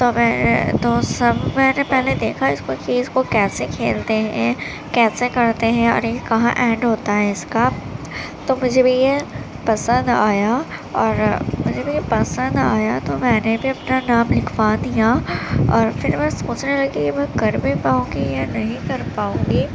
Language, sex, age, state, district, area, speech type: Urdu, female, 18-30, Uttar Pradesh, Gautam Buddha Nagar, urban, spontaneous